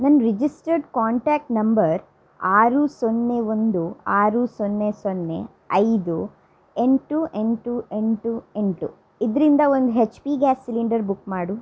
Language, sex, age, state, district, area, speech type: Kannada, female, 30-45, Karnataka, Udupi, rural, read